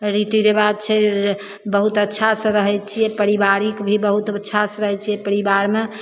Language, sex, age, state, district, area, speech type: Maithili, female, 60+, Bihar, Begusarai, rural, spontaneous